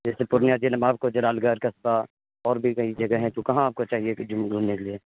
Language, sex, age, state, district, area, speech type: Urdu, male, 18-30, Bihar, Purnia, rural, conversation